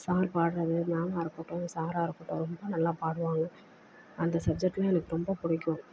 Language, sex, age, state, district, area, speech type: Tamil, female, 45-60, Tamil Nadu, Perambalur, rural, spontaneous